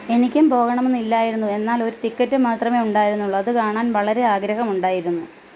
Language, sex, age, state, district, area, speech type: Malayalam, female, 30-45, Kerala, Kottayam, urban, read